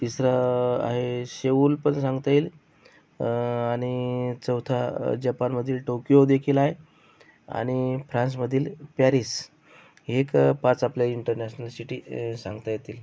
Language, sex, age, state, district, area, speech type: Marathi, male, 30-45, Maharashtra, Akola, rural, spontaneous